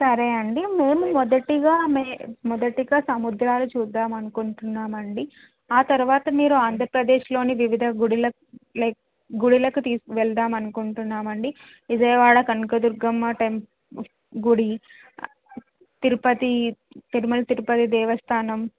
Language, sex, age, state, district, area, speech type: Telugu, female, 30-45, Andhra Pradesh, N T Rama Rao, urban, conversation